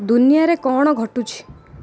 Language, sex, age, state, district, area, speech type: Odia, female, 18-30, Odisha, Jagatsinghpur, rural, read